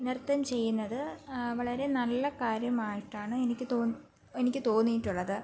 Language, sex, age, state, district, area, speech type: Malayalam, female, 18-30, Kerala, Pathanamthitta, rural, spontaneous